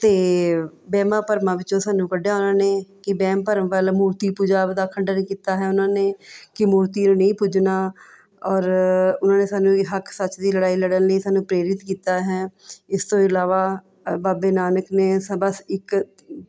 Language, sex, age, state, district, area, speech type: Punjabi, female, 30-45, Punjab, Mohali, urban, spontaneous